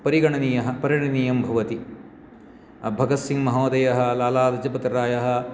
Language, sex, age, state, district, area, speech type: Sanskrit, male, 60+, Karnataka, Shimoga, urban, spontaneous